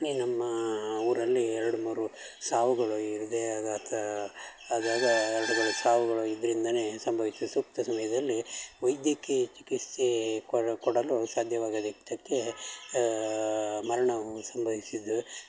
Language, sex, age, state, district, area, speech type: Kannada, male, 60+, Karnataka, Shimoga, rural, spontaneous